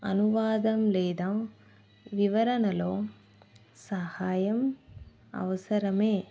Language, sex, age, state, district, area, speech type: Telugu, female, 30-45, Telangana, Adilabad, rural, read